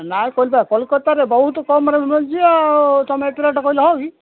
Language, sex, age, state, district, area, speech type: Odia, male, 60+, Odisha, Gajapati, rural, conversation